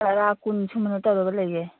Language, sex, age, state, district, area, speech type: Manipuri, female, 45-60, Manipur, Churachandpur, urban, conversation